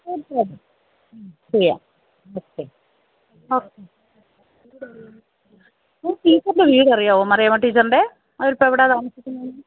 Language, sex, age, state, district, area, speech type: Malayalam, female, 45-60, Kerala, Thiruvananthapuram, urban, conversation